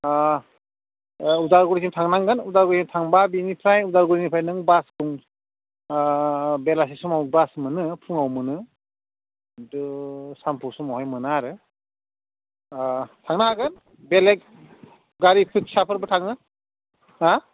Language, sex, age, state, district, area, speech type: Bodo, male, 45-60, Assam, Udalguri, urban, conversation